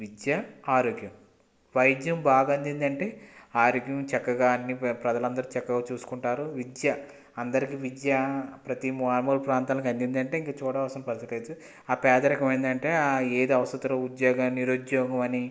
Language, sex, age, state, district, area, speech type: Telugu, male, 30-45, Andhra Pradesh, West Godavari, rural, spontaneous